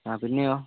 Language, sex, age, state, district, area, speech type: Malayalam, male, 30-45, Kerala, Wayanad, rural, conversation